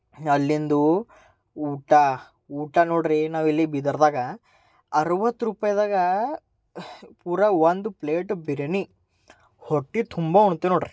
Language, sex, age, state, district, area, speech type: Kannada, male, 18-30, Karnataka, Bidar, urban, spontaneous